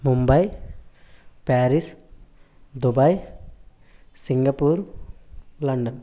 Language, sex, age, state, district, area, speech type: Telugu, male, 30-45, Andhra Pradesh, West Godavari, rural, spontaneous